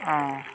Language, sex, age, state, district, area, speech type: Assamese, female, 45-60, Assam, Tinsukia, urban, spontaneous